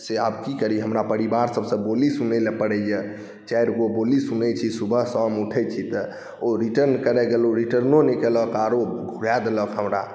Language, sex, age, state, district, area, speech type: Maithili, male, 18-30, Bihar, Saharsa, rural, spontaneous